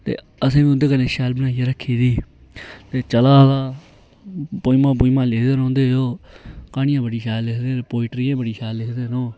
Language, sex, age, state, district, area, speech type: Dogri, male, 18-30, Jammu and Kashmir, Reasi, rural, spontaneous